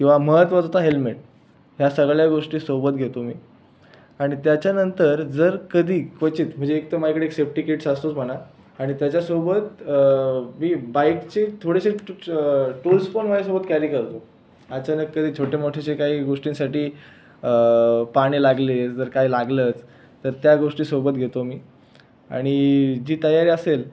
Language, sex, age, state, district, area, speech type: Marathi, male, 18-30, Maharashtra, Raigad, rural, spontaneous